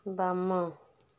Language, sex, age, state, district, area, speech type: Odia, female, 30-45, Odisha, Kendujhar, urban, read